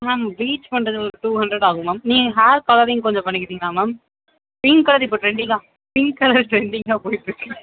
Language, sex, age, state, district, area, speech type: Tamil, male, 18-30, Tamil Nadu, Sivaganga, rural, conversation